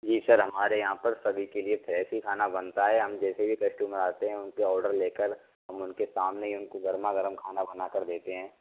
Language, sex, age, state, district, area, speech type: Hindi, male, 18-30, Rajasthan, Karauli, rural, conversation